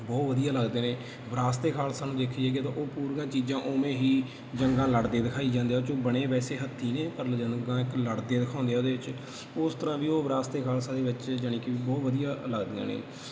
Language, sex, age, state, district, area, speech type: Punjabi, male, 30-45, Punjab, Bathinda, rural, spontaneous